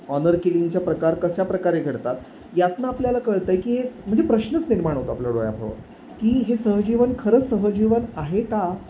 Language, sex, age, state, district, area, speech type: Marathi, male, 30-45, Maharashtra, Sangli, urban, spontaneous